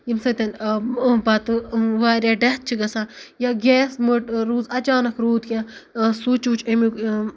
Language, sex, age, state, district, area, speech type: Kashmiri, female, 18-30, Jammu and Kashmir, Ganderbal, rural, spontaneous